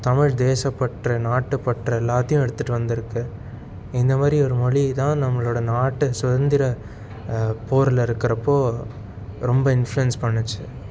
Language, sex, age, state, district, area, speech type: Tamil, male, 18-30, Tamil Nadu, Salem, urban, spontaneous